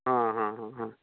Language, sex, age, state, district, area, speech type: Hindi, male, 45-60, Uttar Pradesh, Bhadohi, urban, conversation